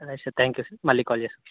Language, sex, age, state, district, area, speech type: Telugu, male, 18-30, Telangana, Karimnagar, rural, conversation